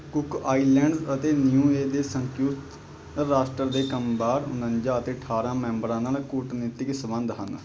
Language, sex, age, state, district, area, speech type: Punjabi, male, 18-30, Punjab, Patiala, rural, read